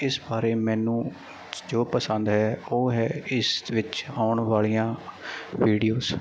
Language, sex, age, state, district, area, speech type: Punjabi, male, 30-45, Punjab, Mansa, rural, spontaneous